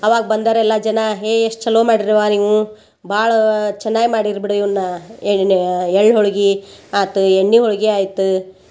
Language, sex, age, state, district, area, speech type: Kannada, female, 45-60, Karnataka, Gadag, rural, spontaneous